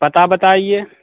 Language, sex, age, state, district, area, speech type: Hindi, male, 45-60, Uttar Pradesh, Mau, urban, conversation